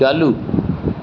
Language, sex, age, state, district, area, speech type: Sindhi, male, 60+, Madhya Pradesh, Katni, urban, read